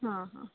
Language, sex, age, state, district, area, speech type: Kannada, female, 18-30, Karnataka, Gadag, urban, conversation